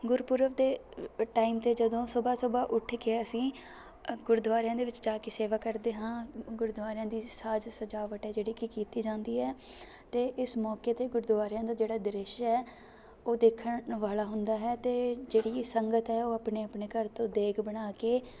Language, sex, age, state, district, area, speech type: Punjabi, female, 18-30, Punjab, Shaheed Bhagat Singh Nagar, rural, spontaneous